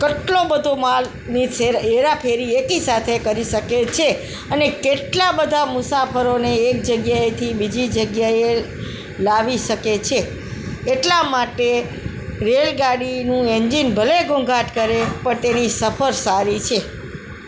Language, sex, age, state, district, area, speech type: Gujarati, female, 45-60, Gujarat, Morbi, urban, spontaneous